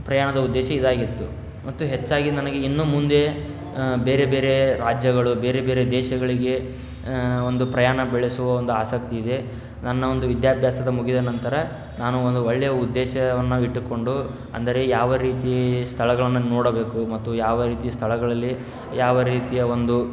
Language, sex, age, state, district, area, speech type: Kannada, male, 18-30, Karnataka, Tumkur, rural, spontaneous